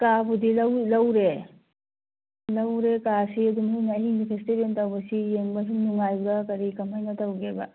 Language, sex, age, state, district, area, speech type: Manipuri, female, 45-60, Manipur, Churachandpur, urban, conversation